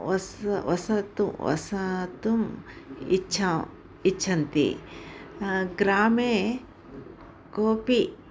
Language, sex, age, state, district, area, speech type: Sanskrit, female, 60+, Karnataka, Bellary, urban, spontaneous